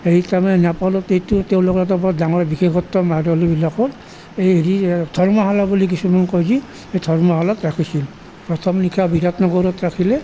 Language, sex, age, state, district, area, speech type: Assamese, male, 60+, Assam, Nalbari, rural, spontaneous